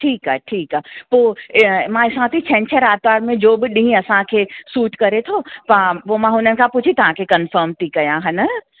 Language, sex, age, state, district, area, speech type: Sindhi, female, 45-60, Delhi, South Delhi, urban, conversation